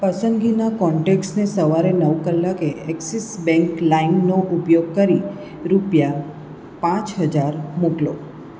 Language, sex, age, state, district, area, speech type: Gujarati, female, 45-60, Gujarat, Surat, urban, read